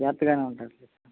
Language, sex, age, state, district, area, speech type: Telugu, male, 18-30, Andhra Pradesh, Guntur, rural, conversation